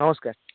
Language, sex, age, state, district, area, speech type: Odia, male, 18-30, Odisha, Jagatsinghpur, rural, conversation